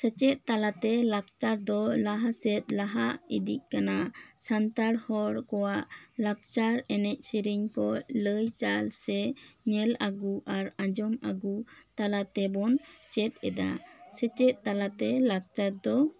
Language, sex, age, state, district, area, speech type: Santali, female, 18-30, West Bengal, Bankura, rural, spontaneous